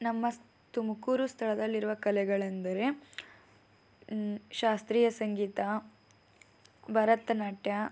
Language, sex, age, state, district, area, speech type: Kannada, female, 18-30, Karnataka, Tumkur, rural, spontaneous